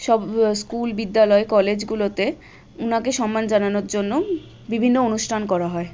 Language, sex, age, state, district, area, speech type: Bengali, female, 18-30, West Bengal, Malda, rural, spontaneous